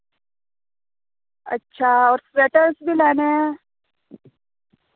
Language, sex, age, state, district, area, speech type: Dogri, female, 30-45, Jammu and Kashmir, Reasi, rural, conversation